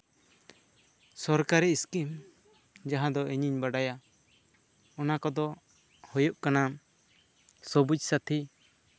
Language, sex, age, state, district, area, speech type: Santali, male, 18-30, West Bengal, Bankura, rural, spontaneous